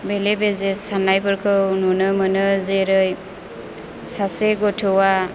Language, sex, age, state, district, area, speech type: Bodo, female, 18-30, Assam, Chirang, urban, spontaneous